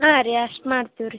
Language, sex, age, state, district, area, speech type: Kannada, female, 18-30, Karnataka, Koppal, rural, conversation